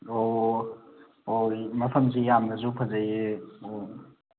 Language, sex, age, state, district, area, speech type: Manipuri, male, 18-30, Manipur, Thoubal, rural, conversation